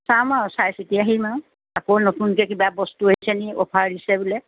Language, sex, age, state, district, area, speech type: Assamese, female, 60+, Assam, Golaghat, urban, conversation